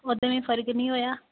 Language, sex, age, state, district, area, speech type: Dogri, female, 18-30, Jammu and Kashmir, Udhampur, rural, conversation